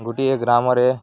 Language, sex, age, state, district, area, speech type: Odia, male, 18-30, Odisha, Nuapada, rural, spontaneous